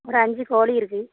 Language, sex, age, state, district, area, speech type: Tamil, female, 30-45, Tamil Nadu, Thoothukudi, rural, conversation